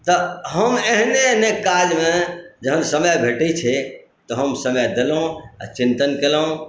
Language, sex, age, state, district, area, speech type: Maithili, male, 45-60, Bihar, Madhubani, urban, spontaneous